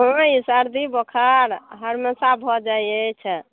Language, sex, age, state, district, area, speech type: Maithili, female, 60+, Bihar, Madhubani, rural, conversation